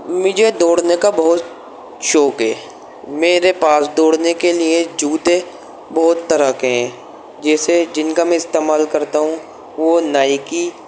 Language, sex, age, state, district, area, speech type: Urdu, male, 18-30, Delhi, East Delhi, urban, spontaneous